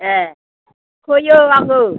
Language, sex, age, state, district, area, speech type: Bodo, female, 60+, Assam, Kokrajhar, rural, conversation